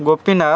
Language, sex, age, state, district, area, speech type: Odia, male, 18-30, Odisha, Kendrapara, urban, spontaneous